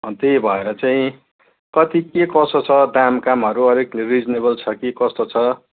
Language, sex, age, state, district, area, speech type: Nepali, male, 60+, West Bengal, Kalimpong, rural, conversation